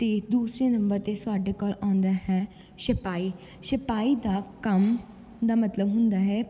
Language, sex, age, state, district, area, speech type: Punjabi, female, 18-30, Punjab, Gurdaspur, rural, spontaneous